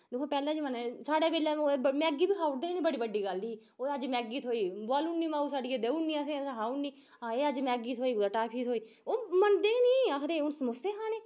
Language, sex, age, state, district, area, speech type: Dogri, female, 30-45, Jammu and Kashmir, Udhampur, urban, spontaneous